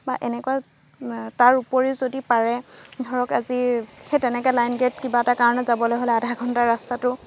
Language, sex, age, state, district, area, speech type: Assamese, female, 18-30, Assam, Golaghat, rural, spontaneous